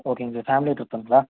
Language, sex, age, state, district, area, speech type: Tamil, male, 18-30, Tamil Nadu, Nilgiris, urban, conversation